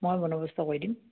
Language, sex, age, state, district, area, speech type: Assamese, female, 60+, Assam, Dhemaji, rural, conversation